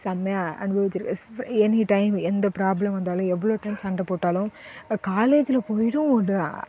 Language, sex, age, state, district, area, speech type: Tamil, female, 18-30, Tamil Nadu, Namakkal, rural, spontaneous